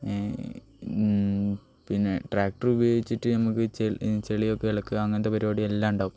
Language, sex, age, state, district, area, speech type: Malayalam, male, 18-30, Kerala, Wayanad, rural, spontaneous